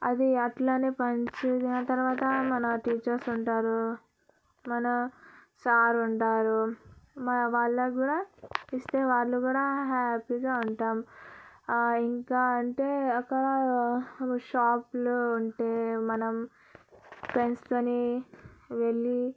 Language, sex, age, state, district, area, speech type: Telugu, female, 18-30, Telangana, Vikarabad, urban, spontaneous